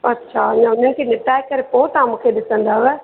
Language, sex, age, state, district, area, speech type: Sindhi, female, 30-45, Madhya Pradesh, Katni, rural, conversation